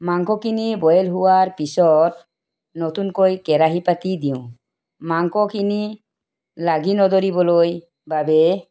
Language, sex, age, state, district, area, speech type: Assamese, female, 45-60, Assam, Tinsukia, urban, spontaneous